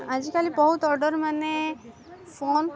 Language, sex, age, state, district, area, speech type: Odia, female, 18-30, Odisha, Koraput, urban, spontaneous